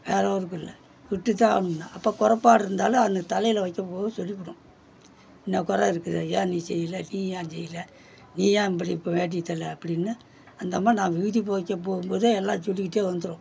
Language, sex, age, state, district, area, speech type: Tamil, male, 60+, Tamil Nadu, Perambalur, rural, spontaneous